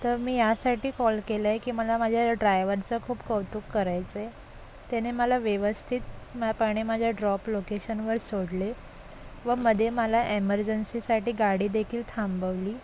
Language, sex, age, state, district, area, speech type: Marathi, female, 18-30, Maharashtra, Solapur, urban, spontaneous